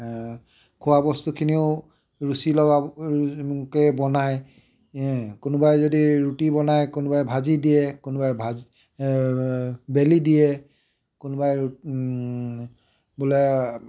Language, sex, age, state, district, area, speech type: Assamese, male, 60+, Assam, Tinsukia, urban, spontaneous